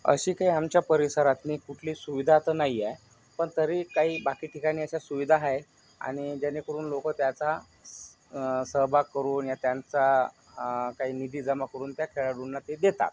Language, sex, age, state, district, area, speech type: Marathi, male, 30-45, Maharashtra, Yavatmal, rural, spontaneous